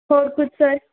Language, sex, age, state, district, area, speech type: Punjabi, female, 18-30, Punjab, Patiala, urban, conversation